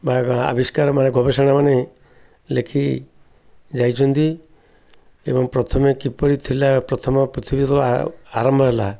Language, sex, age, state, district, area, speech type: Odia, male, 60+, Odisha, Ganjam, urban, spontaneous